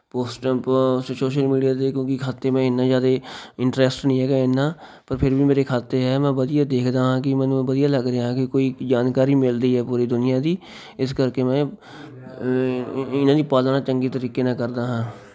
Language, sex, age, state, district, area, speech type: Punjabi, male, 30-45, Punjab, Shaheed Bhagat Singh Nagar, urban, spontaneous